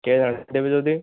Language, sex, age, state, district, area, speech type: Odia, male, 30-45, Odisha, Kandhamal, rural, conversation